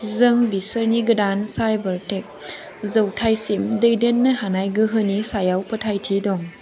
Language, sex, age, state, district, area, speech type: Bodo, female, 18-30, Assam, Kokrajhar, rural, read